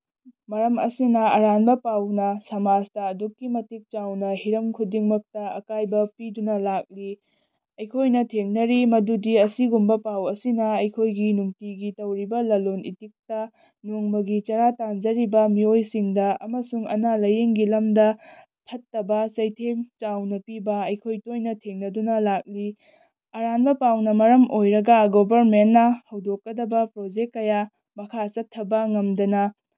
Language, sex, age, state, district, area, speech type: Manipuri, female, 18-30, Manipur, Tengnoupal, urban, spontaneous